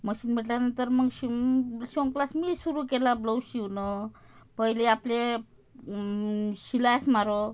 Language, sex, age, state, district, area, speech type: Marathi, female, 45-60, Maharashtra, Amravati, rural, spontaneous